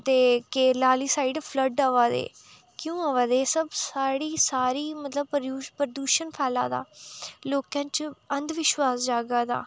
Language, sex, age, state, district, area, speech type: Dogri, female, 30-45, Jammu and Kashmir, Udhampur, urban, spontaneous